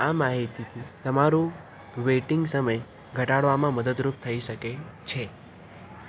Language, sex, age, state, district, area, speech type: Gujarati, male, 18-30, Gujarat, Kheda, rural, spontaneous